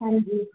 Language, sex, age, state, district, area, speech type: Punjabi, female, 30-45, Punjab, Gurdaspur, urban, conversation